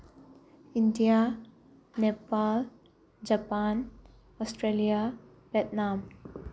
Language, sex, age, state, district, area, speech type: Manipuri, female, 18-30, Manipur, Bishnupur, rural, spontaneous